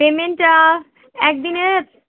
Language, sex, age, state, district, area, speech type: Bengali, female, 18-30, West Bengal, Dakshin Dinajpur, urban, conversation